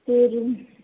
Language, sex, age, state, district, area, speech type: Hindi, female, 30-45, Uttar Pradesh, Sonbhadra, rural, conversation